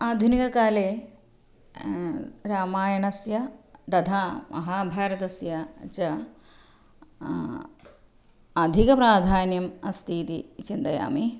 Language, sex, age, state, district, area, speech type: Sanskrit, female, 45-60, Kerala, Thrissur, urban, spontaneous